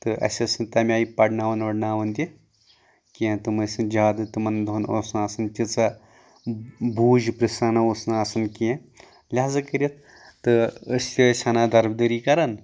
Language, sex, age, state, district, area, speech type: Kashmiri, male, 30-45, Jammu and Kashmir, Anantnag, rural, spontaneous